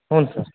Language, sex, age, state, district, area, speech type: Kannada, male, 18-30, Karnataka, Koppal, rural, conversation